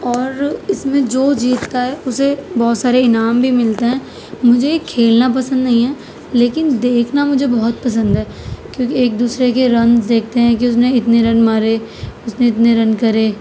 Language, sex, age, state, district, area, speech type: Urdu, female, 18-30, Uttar Pradesh, Gautam Buddha Nagar, rural, spontaneous